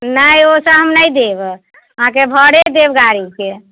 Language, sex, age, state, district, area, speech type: Maithili, female, 45-60, Bihar, Muzaffarpur, urban, conversation